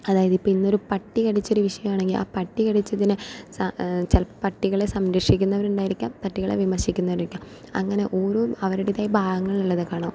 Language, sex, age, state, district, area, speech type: Malayalam, female, 18-30, Kerala, Palakkad, rural, spontaneous